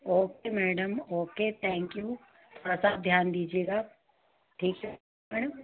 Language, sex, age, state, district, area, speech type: Hindi, female, 30-45, Madhya Pradesh, Bhopal, urban, conversation